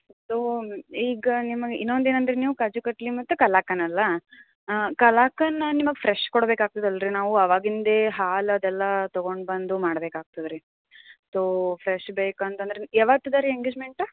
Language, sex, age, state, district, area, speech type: Kannada, female, 18-30, Karnataka, Gulbarga, urban, conversation